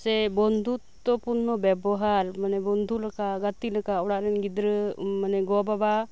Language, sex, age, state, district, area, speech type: Santali, female, 30-45, West Bengal, Birbhum, rural, spontaneous